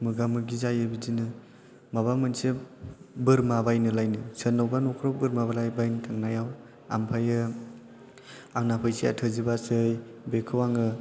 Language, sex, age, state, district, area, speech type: Bodo, male, 18-30, Assam, Chirang, rural, spontaneous